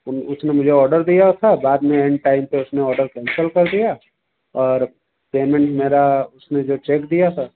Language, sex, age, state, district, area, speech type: Hindi, male, 30-45, Uttar Pradesh, Mirzapur, urban, conversation